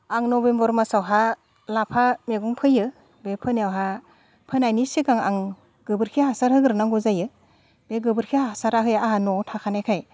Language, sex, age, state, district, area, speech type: Bodo, female, 45-60, Assam, Udalguri, rural, spontaneous